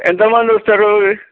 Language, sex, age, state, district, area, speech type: Telugu, male, 30-45, Telangana, Nagarkurnool, urban, conversation